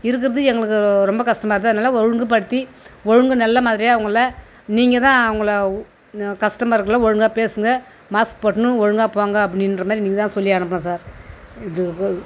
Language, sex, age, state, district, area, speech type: Tamil, female, 60+, Tamil Nadu, Tiruvannamalai, rural, spontaneous